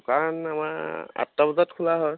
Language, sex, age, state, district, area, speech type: Assamese, male, 18-30, Assam, Jorhat, urban, conversation